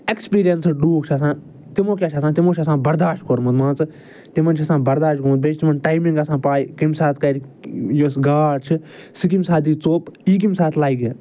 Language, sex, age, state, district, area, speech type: Kashmiri, male, 45-60, Jammu and Kashmir, Ganderbal, urban, spontaneous